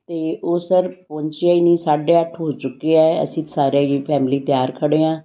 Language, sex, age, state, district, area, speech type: Punjabi, female, 60+, Punjab, Amritsar, urban, spontaneous